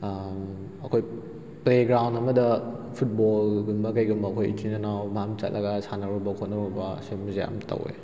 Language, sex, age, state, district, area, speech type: Manipuri, male, 18-30, Manipur, Kakching, rural, spontaneous